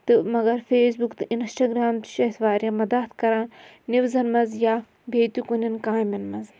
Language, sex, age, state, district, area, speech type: Kashmiri, female, 30-45, Jammu and Kashmir, Shopian, rural, spontaneous